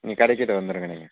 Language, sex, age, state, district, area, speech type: Tamil, male, 18-30, Tamil Nadu, Dharmapuri, rural, conversation